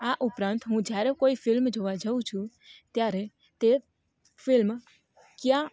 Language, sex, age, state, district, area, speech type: Gujarati, female, 30-45, Gujarat, Rajkot, rural, spontaneous